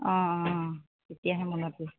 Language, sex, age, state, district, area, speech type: Assamese, female, 45-60, Assam, Sivasagar, rural, conversation